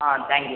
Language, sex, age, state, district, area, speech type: Tamil, male, 18-30, Tamil Nadu, Cuddalore, rural, conversation